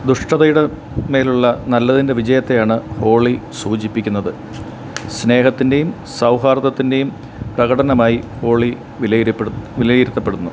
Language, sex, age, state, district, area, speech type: Malayalam, male, 45-60, Kerala, Kottayam, rural, spontaneous